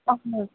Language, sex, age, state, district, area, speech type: Kashmiri, female, 30-45, Jammu and Kashmir, Srinagar, urban, conversation